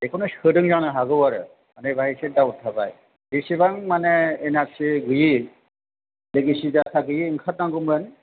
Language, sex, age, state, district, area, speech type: Bodo, male, 45-60, Assam, Chirang, urban, conversation